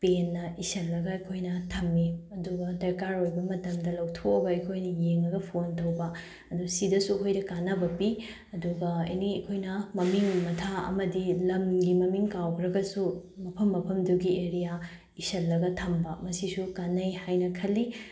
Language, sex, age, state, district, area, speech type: Manipuri, female, 18-30, Manipur, Bishnupur, rural, spontaneous